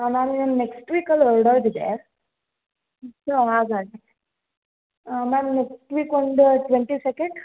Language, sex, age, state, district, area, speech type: Kannada, female, 18-30, Karnataka, Hassan, urban, conversation